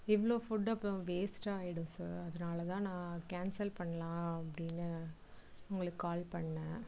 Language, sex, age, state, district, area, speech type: Tamil, female, 45-60, Tamil Nadu, Tiruvarur, rural, spontaneous